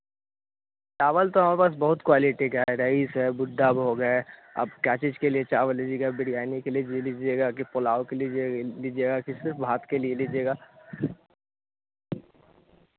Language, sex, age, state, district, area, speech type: Hindi, male, 18-30, Bihar, Vaishali, rural, conversation